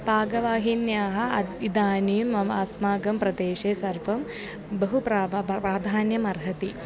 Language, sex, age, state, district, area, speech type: Sanskrit, female, 18-30, Kerala, Thiruvananthapuram, rural, spontaneous